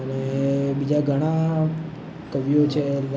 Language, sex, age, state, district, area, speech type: Gujarati, male, 18-30, Gujarat, Ahmedabad, urban, spontaneous